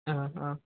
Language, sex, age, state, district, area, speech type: Malayalam, male, 18-30, Kerala, Malappuram, rural, conversation